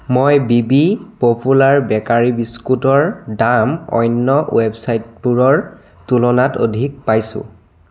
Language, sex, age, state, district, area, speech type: Assamese, male, 18-30, Assam, Biswanath, rural, read